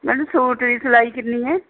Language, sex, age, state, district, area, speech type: Punjabi, female, 45-60, Punjab, Mohali, urban, conversation